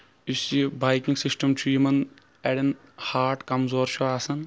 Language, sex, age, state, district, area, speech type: Kashmiri, male, 18-30, Jammu and Kashmir, Kulgam, rural, spontaneous